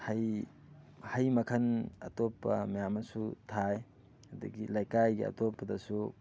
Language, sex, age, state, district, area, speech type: Manipuri, male, 18-30, Manipur, Thoubal, rural, spontaneous